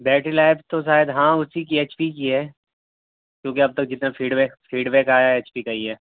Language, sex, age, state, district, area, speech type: Urdu, male, 18-30, Uttar Pradesh, Siddharthnagar, rural, conversation